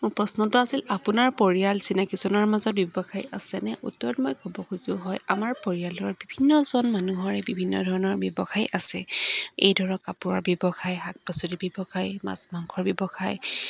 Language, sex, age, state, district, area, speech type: Assamese, female, 45-60, Assam, Dibrugarh, rural, spontaneous